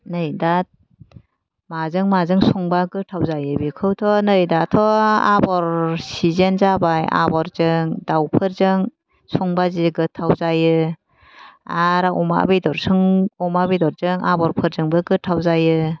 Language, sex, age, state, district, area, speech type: Bodo, female, 45-60, Assam, Kokrajhar, urban, spontaneous